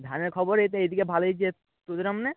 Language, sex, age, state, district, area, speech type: Bengali, male, 30-45, West Bengal, Nadia, rural, conversation